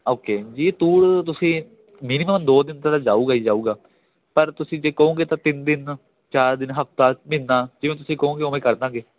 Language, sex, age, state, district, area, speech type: Punjabi, male, 18-30, Punjab, Ludhiana, rural, conversation